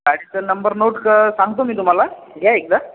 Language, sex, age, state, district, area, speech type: Marathi, male, 30-45, Maharashtra, Buldhana, rural, conversation